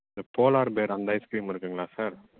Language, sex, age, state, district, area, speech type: Tamil, male, 18-30, Tamil Nadu, Salem, rural, conversation